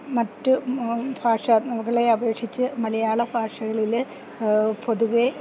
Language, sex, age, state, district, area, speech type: Malayalam, female, 60+, Kerala, Idukki, rural, spontaneous